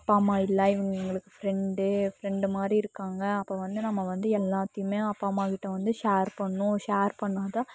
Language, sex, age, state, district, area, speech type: Tamil, female, 18-30, Tamil Nadu, Coimbatore, rural, spontaneous